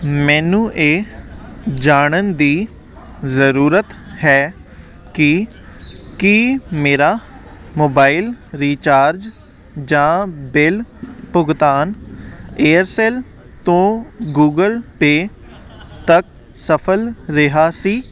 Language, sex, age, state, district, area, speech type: Punjabi, male, 18-30, Punjab, Hoshiarpur, urban, read